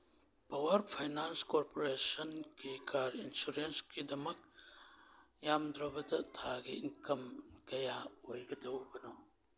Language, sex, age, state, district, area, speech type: Manipuri, male, 30-45, Manipur, Churachandpur, rural, read